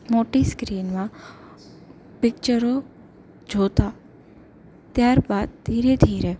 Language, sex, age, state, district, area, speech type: Gujarati, female, 18-30, Gujarat, Junagadh, urban, spontaneous